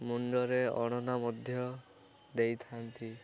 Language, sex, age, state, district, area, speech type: Odia, male, 18-30, Odisha, Koraput, urban, spontaneous